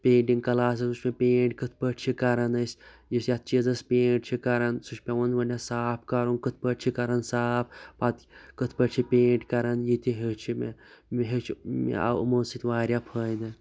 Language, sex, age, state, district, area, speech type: Kashmiri, male, 30-45, Jammu and Kashmir, Pulwama, rural, spontaneous